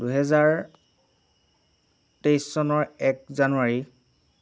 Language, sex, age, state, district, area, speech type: Assamese, female, 18-30, Assam, Nagaon, rural, spontaneous